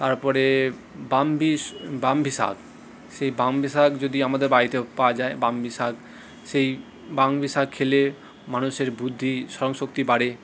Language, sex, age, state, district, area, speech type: Bengali, male, 30-45, West Bengal, Purulia, urban, spontaneous